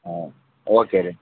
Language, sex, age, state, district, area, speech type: Kannada, male, 45-60, Karnataka, Gulbarga, urban, conversation